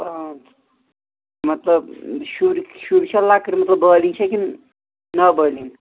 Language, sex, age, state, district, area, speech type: Kashmiri, male, 60+, Jammu and Kashmir, Srinagar, urban, conversation